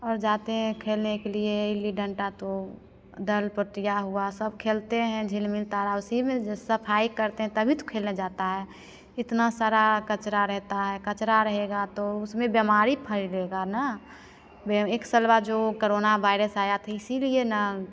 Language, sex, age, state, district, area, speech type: Hindi, female, 30-45, Bihar, Begusarai, urban, spontaneous